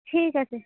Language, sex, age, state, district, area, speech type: Bengali, female, 30-45, West Bengal, Cooch Behar, urban, conversation